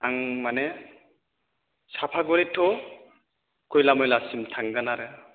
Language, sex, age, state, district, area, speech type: Bodo, male, 18-30, Assam, Chirang, rural, conversation